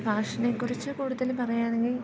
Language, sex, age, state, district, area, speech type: Malayalam, female, 18-30, Kerala, Idukki, rural, spontaneous